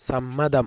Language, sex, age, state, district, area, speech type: Malayalam, male, 18-30, Kerala, Kozhikode, rural, read